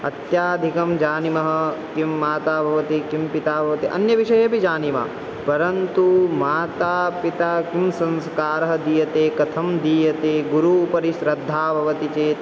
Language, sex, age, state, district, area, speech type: Sanskrit, male, 18-30, Bihar, Madhubani, rural, spontaneous